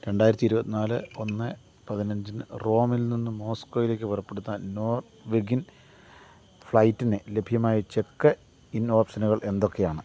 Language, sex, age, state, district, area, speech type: Malayalam, male, 45-60, Kerala, Kottayam, urban, read